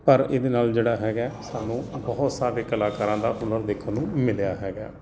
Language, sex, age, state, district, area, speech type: Punjabi, male, 45-60, Punjab, Jalandhar, urban, spontaneous